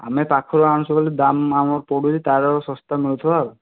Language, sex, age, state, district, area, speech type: Odia, male, 30-45, Odisha, Kandhamal, rural, conversation